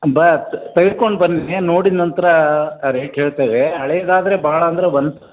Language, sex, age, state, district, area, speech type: Kannada, male, 60+, Karnataka, Koppal, rural, conversation